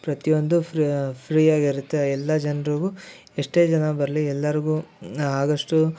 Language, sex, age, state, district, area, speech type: Kannada, male, 18-30, Karnataka, Koppal, rural, spontaneous